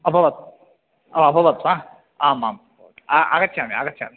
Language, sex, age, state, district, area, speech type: Sanskrit, male, 18-30, Karnataka, Bagalkot, urban, conversation